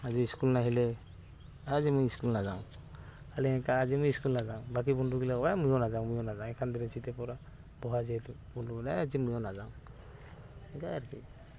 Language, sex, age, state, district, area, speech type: Assamese, male, 18-30, Assam, Goalpara, rural, spontaneous